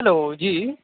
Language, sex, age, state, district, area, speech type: Urdu, male, 30-45, Delhi, North West Delhi, urban, conversation